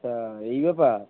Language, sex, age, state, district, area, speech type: Bengali, male, 60+, West Bengal, Purba Bardhaman, rural, conversation